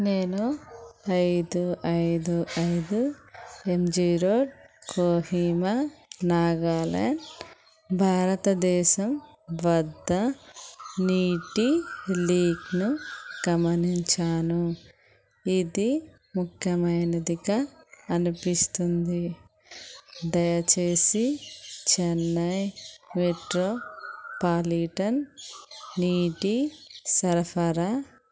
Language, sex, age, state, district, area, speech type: Telugu, female, 45-60, Andhra Pradesh, Krishna, rural, read